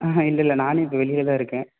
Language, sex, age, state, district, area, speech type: Tamil, male, 18-30, Tamil Nadu, Salem, urban, conversation